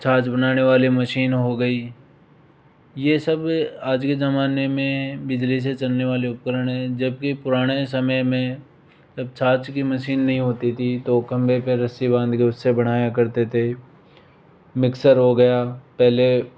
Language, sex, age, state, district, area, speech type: Hindi, male, 18-30, Rajasthan, Jaipur, urban, spontaneous